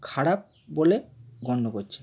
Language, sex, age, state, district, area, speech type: Bengali, male, 18-30, West Bengal, Howrah, urban, spontaneous